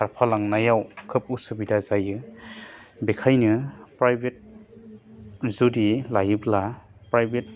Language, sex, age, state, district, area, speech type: Bodo, male, 30-45, Assam, Udalguri, urban, spontaneous